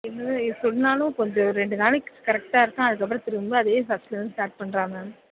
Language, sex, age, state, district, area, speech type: Tamil, female, 18-30, Tamil Nadu, Pudukkottai, rural, conversation